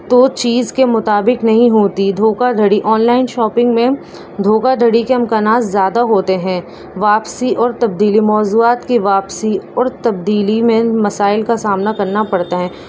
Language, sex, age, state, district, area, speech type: Urdu, female, 18-30, Delhi, East Delhi, urban, spontaneous